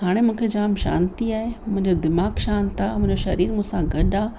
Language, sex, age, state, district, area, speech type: Sindhi, female, 45-60, Gujarat, Kutch, rural, spontaneous